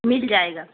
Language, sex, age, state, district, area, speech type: Hindi, female, 60+, Madhya Pradesh, Betul, urban, conversation